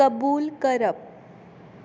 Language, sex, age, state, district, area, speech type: Goan Konkani, female, 18-30, Goa, Tiswadi, rural, read